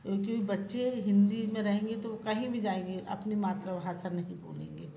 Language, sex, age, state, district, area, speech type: Hindi, female, 45-60, Madhya Pradesh, Jabalpur, urban, spontaneous